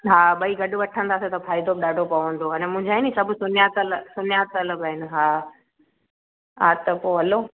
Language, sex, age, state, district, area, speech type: Sindhi, female, 18-30, Gujarat, Junagadh, urban, conversation